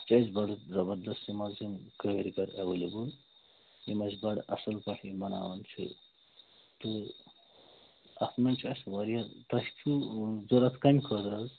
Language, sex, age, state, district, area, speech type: Kashmiri, male, 30-45, Jammu and Kashmir, Bandipora, rural, conversation